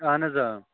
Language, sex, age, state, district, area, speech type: Kashmiri, male, 18-30, Jammu and Kashmir, Ganderbal, rural, conversation